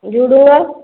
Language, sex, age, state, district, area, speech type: Odia, female, 30-45, Odisha, Khordha, rural, conversation